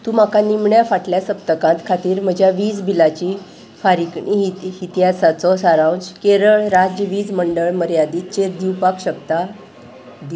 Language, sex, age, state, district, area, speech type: Goan Konkani, female, 45-60, Goa, Salcete, urban, read